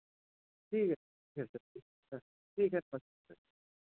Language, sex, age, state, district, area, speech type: Hindi, male, 30-45, Uttar Pradesh, Chandauli, rural, conversation